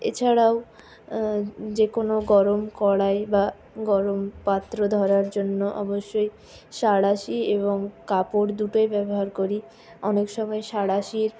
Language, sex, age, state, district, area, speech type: Bengali, female, 60+, West Bengal, Purulia, urban, spontaneous